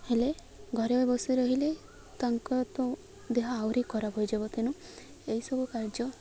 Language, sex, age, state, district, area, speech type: Odia, female, 18-30, Odisha, Malkangiri, urban, spontaneous